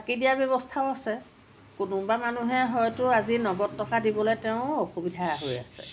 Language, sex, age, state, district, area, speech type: Assamese, female, 45-60, Assam, Lakhimpur, rural, spontaneous